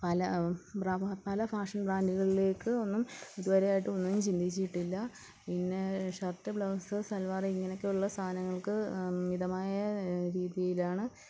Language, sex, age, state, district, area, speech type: Malayalam, female, 30-45, Kerala, Pathanamthitta, urban, spontaneous